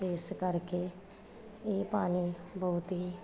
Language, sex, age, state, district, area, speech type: Punjabi, female, 30-45, Punjab, Gurdaspur, urban, spontaneous